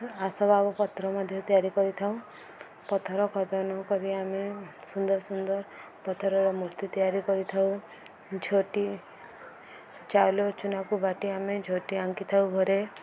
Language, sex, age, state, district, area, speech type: Odia, female, 18-30, Odisha, Subarnapur, urban, spontaneous